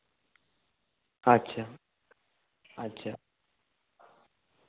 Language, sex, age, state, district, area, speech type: Santali, male, 18-30, West Bengal, Bankura, rural, conversation